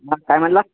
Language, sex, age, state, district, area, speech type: Marathi, male, 18-30, Maharashtra, Sangli, urban, conversation